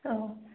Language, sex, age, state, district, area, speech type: Assamese, female, 45-60, Assam, Biswanath, rural, conversation